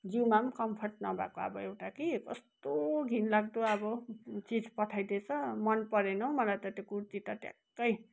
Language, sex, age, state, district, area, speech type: Nepali, female, 60+, West Bengal, Kalimpong, rural, spontaneous